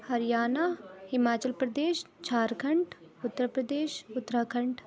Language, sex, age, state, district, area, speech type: Urdu, female, 18-30, Uttar Pradesh, Rampur, urban, spontaneous